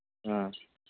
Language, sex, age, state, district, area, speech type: Manipuri, male, 18-30, Manipur, Churachandpur, rural, conversation